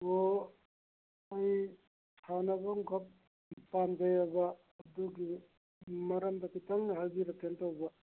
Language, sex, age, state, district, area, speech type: Manipuri, male, 60+, Manipur, Churachandpur, urban, conversation